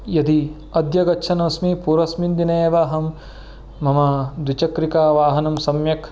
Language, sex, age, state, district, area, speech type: Sanskrit, male, 30-45, Karnataka, Uttara Kannada, rural, spontaneous